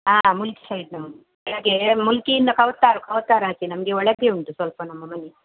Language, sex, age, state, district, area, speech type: Kannada, female, 45-60, Karnataka, Dakshina Kannada, rural, conversation